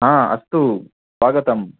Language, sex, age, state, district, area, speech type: Sanskrit, male, 30-45, Karnataka, Bangalore Urban, urban, conversation